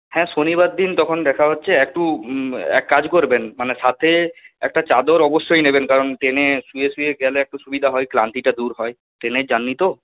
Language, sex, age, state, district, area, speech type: Bengali, male, 45-60, West Bengal, Purulia, urban, conversation